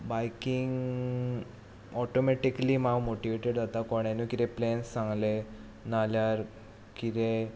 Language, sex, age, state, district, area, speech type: Goan Konkani, male, 18-30, Goa, Tiswadi, rural, spontaneous